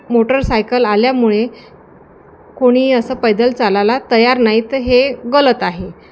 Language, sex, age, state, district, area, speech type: Marathi, female, 30-45, Maharashtra, Thane, urban, spontaneous